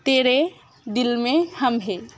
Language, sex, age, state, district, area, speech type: Bengali, female, 18-30, West Bengal, Murshidabad, rural, spontaneous